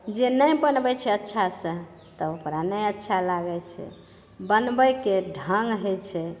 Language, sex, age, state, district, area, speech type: Maithili, female, 60+, Bihar, Madhepura, rural, spontaneous